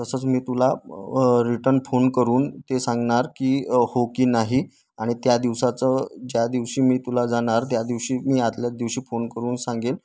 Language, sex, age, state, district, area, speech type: Marathi, male, 30-45, Maharashtra, Nagpur, urban, spontaneous